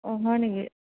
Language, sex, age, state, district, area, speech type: Assamese, female, 18-30, Assam, Kamrup Metropolitan, urban, conversation